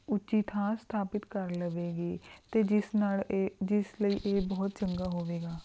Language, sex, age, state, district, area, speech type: Punjabi, female, 18-30, Punjab, Rupnagar, rural, spontaneous